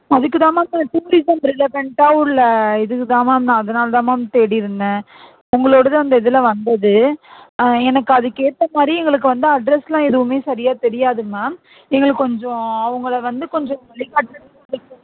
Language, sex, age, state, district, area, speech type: Tamil, female, 45-60, Tamil Nadu, Mayiladuthurai, rural, conversation